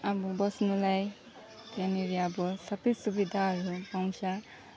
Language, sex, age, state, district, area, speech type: Nepali, female, 30-45, West Bengal, Alipurduar, rural, spontaneous